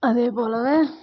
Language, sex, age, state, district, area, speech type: Tamil, female, 30-45, Tamil Nadu, Kallakurichi, rural, spontaneous